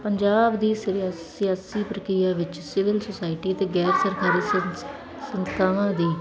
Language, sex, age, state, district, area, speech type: Punjabi, female, 30-45, Punjab, Kapurthala, urban, spontaneous